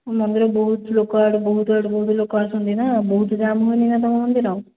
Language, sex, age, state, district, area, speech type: Odia, female, 18-30, Odisha, Jajpur, rural, conversation